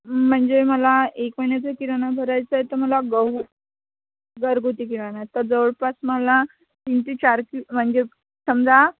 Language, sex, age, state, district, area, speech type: Marathi, female, 18-30, Maharashtra, Amravati, rural, conversation